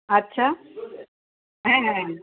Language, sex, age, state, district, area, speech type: Bengali, female, 60+, West Bengal, Hooghly, rural, conversation